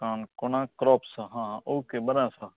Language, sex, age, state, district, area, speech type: Goan Konkani, male, 45-60, Goa, Canacona, rural, conversation